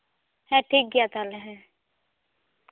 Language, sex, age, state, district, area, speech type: Santali, female, 18-30, West Bengal, Bankura, rural, conversation